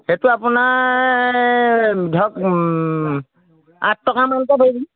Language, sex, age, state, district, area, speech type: Assamese, male, 45-60, Assam, Golaghat, urban, conversation